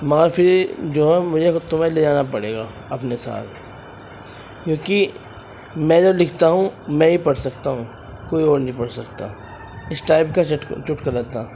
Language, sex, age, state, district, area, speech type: Urdu, male, 18-30, Uttar Pradesh, Ghaziabad, rural, spontaneous